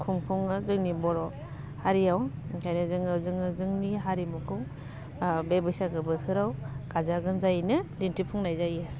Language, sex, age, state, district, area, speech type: Bodo, female, 45-60, Assam, Baksa, rural, spontaneous